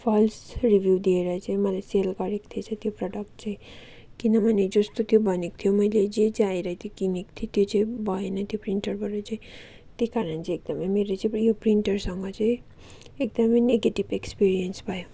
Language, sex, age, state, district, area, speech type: Nepali, female, 18-30, West Bengal, Darjeeling, rural, spontaneous